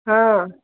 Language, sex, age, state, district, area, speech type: Urdu, female, 45-60, Bihar, Khagaria, rural, conversation